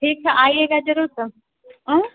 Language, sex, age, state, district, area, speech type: Hindi, female, 45-60, Uttar Pradesh, Azamgarh, rural, conversation